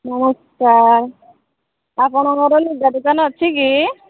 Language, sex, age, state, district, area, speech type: Odia, female, 45-60, Odisha, Angul, rural, conversation